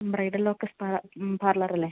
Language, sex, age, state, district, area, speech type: Malayalam, female, 30-45, Kerala, Idukki, rural, conversation